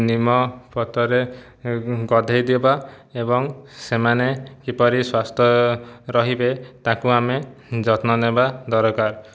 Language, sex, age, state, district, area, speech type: Odia, male, 30-45, Odisha, Jajpur, rural, spontaneous